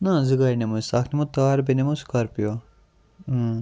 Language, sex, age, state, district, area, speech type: Kashmiri, male, 18-30, Jammu and Kashmir, Kupwara, rural, spontaneous